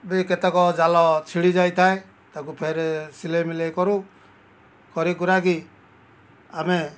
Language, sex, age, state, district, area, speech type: Odia, male, 60+, Odisha, Kendujhar, urban, spontaneous